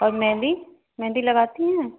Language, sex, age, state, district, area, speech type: Hindi, female, 18-30, Uttar Pradesh, Ghazipur, rural, conversation